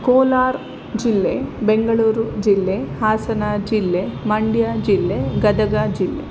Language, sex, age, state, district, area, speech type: Kannada, female, 30-45, Karnataka, Kolar, urban, spontaneous